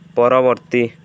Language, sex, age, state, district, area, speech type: Odia, male, 18-30, Odisha, Balangir, urban, read